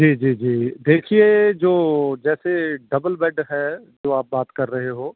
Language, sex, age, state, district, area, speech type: Urdu, male, 45-60, Delhi, South Delhi, urban, conversation